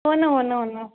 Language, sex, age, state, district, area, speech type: Marathi, female, 30-45, Maharashtra, Buldhana, rural, conversation